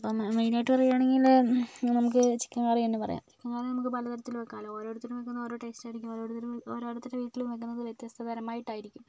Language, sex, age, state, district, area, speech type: Malayalam, female, 60+, Kerala, Kozhikode, urban, spontaneous